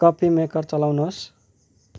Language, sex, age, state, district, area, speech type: Nepali, male, 30-45, West Bengal, Kalimpong, rural, read